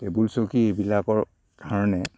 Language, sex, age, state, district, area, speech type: Assamese, male, 60+, Assam, Kamrup Metropolitan, urban, spontaneous